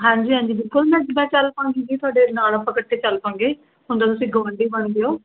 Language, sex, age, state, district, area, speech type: Punjabi, female, 30-45, Punjab, Mohali, urban, conversation